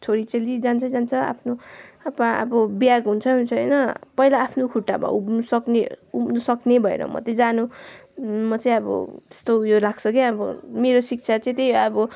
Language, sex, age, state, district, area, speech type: Nepali, female, 18-30, West Bengal, Kalimpong, rural, spontaneous